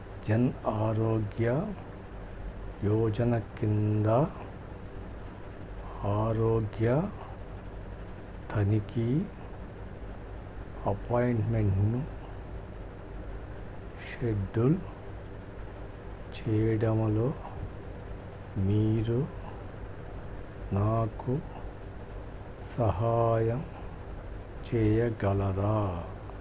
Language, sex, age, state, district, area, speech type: Telugu, male, 60+, Andhra Pradesh, Krishna, urban, read